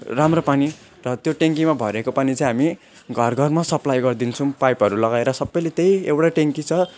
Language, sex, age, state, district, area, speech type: Nepali, male, 18-30, West Bengal, Jalpaiguri, rural, spontaneous